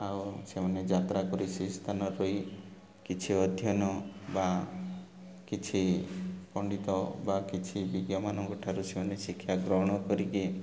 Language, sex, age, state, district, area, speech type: Odia, male, 30-45, Odisha, Koraput, urban, spontaneous